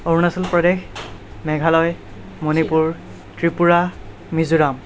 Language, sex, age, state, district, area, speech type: Assamese, male, 18-30, Assam, Kamrup Metropolitan, rural, spontaneous